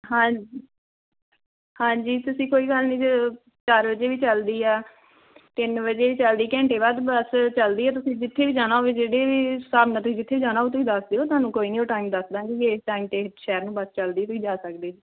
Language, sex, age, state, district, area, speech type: Punjabi, female, 30-45, Punjab, Tarn Taran, rural, conversation